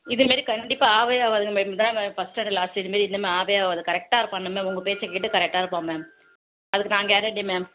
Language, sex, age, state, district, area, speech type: Tamil, female, 18-30, Tamil Nadu, Thanjavur, rural, conversation